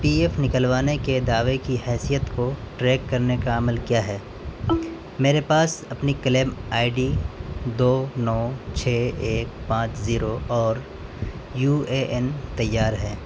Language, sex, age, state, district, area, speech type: Urdu, male, 18-30, Delhi, North West Delhi, urban, read